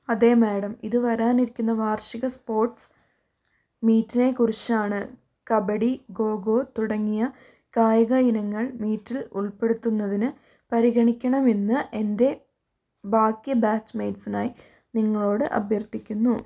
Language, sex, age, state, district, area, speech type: Malayalam, female, 45-60, Kerala, Wayanad, rural, read